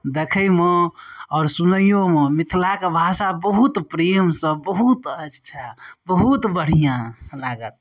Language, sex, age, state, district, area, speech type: Maithili, male, 30-45, Bihar, Darbhanga, rural, spontaneous